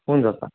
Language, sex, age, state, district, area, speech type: Kannada, male, 18-30, Karnataka, Koppal, rural, conversation